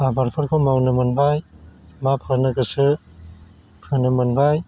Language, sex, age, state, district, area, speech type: Bodo, male, 60+, Assam, Chirang, rural, spontaneous